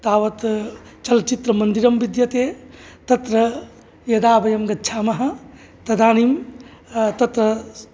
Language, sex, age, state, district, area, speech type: Sanskrit, male, 45-60, Uttar Pradesh, Mirzapur, urban, spontaneous